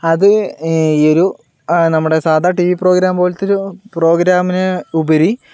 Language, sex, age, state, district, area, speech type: Malayalam, male, 18-30, Kerala, Palakkad, rural, spontaneous